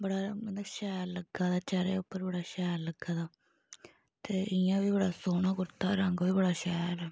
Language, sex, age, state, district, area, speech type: Dogri, female, 45-60, Jammu and Kashmir, Reasi, rural, spontaneous